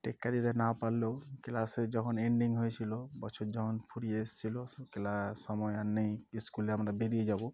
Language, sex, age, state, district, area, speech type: Bengali, male, 18-30, West Bengal, Murshidabad, urban, spontaneous